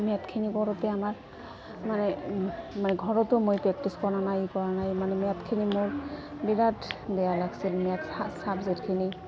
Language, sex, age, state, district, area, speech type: Assamese, female, 30-45, Assam, Goalpara, rural, spontaneous